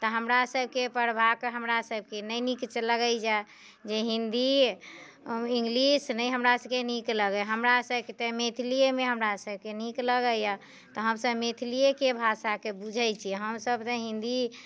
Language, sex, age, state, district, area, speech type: Maithili, female, 45-60, Bihar, Muzaffarpur, urban, spontaneous